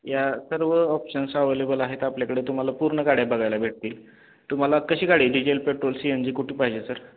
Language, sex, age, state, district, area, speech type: Marathi, male, 18-30, Maharashtra, Osmanabad, rural, conversation